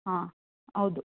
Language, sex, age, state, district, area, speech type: Kannada, female, 18-30, Karnataka, Mandya, rural, conversation